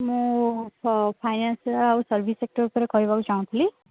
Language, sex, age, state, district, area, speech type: Odia, female, 18-30, Odisha, Sundergarh, urban, conversation